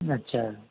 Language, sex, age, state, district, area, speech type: Maithili, male, 45-60, Bihar, Supaul, rural, conversation